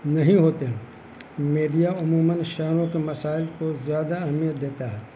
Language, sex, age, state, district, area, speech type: Urdu, male, 60+, Bihar, Gaya, rural, spontaneous